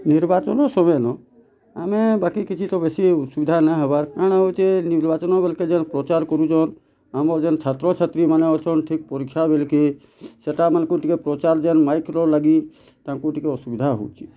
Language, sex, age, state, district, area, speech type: Odia, male, 30-45, Odisha, Bargarh, urban, spontaneous